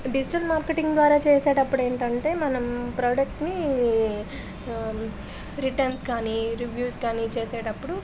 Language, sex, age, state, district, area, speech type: Telugu, female, 30-45, Andhra Pradesh, Anakapalli, rural, spontaneous